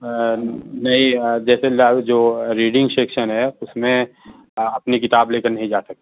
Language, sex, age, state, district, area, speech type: Urdu, male, 30-45, Uttar Pradesh, Azamgarh, rural, conversation